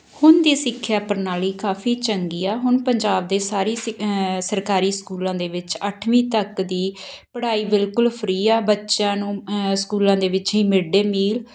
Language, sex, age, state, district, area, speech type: Punjabi, female, 30-45, Punjab, Patiala, rural, spontaneous